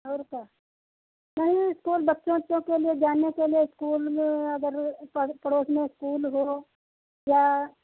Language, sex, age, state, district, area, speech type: Hindi, female, 60+, Uttar Pradesh, Sitapur, rural, conversation